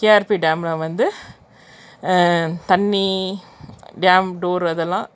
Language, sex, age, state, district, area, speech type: Tamil, female, 30-45, Tamil Nadu, Krishnagiri, rural, spontaneous